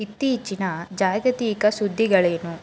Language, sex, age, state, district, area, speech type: Kannada, female, 18-30, Karnataka, Chamarajanagar, rural, read